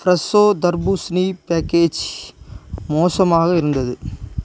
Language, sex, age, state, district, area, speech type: Tamil, male, 30-45, Tamil Nadu, Tiruvarur, rural, read